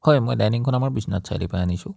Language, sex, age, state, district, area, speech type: Assamese, male, 30-45, Assam, Biswanath, rural, spontaneous